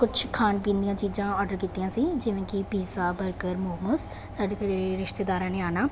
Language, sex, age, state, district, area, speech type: Punjabi, female, 18-30, Punjab, Mansa, urban, spontaneous